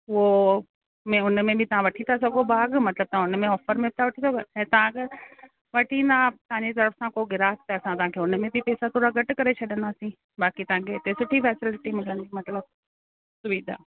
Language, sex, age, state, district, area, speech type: Sindhi, female, 30-45, Rajasthan, Ajmer, urban, conversation